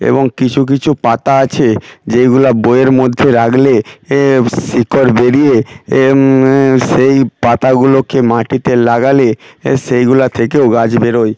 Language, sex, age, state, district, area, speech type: Bengali, male, 60+, West Bengal, Jhargram, rural, spontaneous